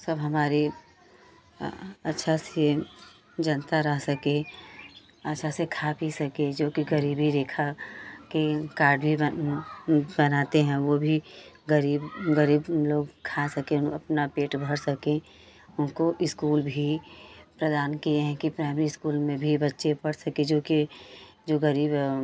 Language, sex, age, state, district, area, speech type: Hindi, female, 30-45, Uttar Pradesh, Chandauli, rural, spontaneous